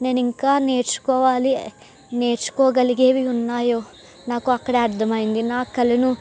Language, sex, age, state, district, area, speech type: Telugu, female, 45-60, Andhra Pradesh, East Godavari, rural, spontaneous